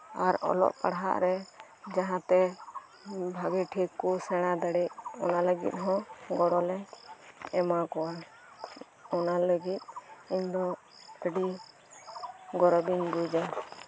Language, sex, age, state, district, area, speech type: Santali, female, 18-30, West Bengal, Birbhum, rural, spontaneous